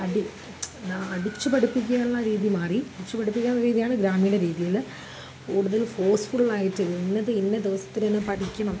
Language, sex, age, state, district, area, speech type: Malayalam, female, 30-45, Kerala, Kozhikode, rural, spontaneous